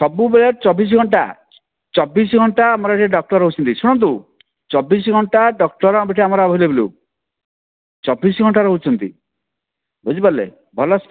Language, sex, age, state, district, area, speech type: Odia, male, 45-60, Odisha, Kandhamal, rural, conversation